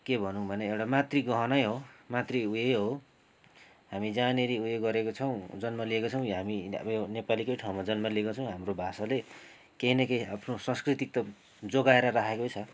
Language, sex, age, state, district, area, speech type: Nepali, male, 30-45, West Bengal, Kalimpong, rural, spontaneous